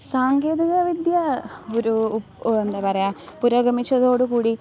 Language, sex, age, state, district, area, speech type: Malayalam, female, 18-30, Kerala, Alappuzha, rural, spontaneous